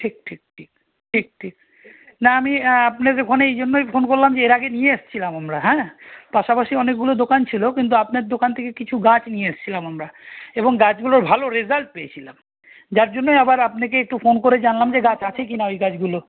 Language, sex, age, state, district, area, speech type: Bengali, male, 45-60, West Bengal, Malda, rural, conversation